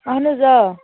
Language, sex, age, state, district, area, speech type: Kashmiri, female, 18-30, Jammu and Kashmir, Baramulla, rural, conversation